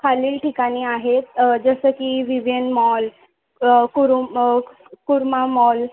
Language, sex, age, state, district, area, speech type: Marathi, female, 18-30, Maharashtra, Thane, urban, conversation